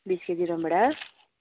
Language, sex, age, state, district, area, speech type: Nepali, female, 45-60, West Bengal, Darjeeling, rural, conversation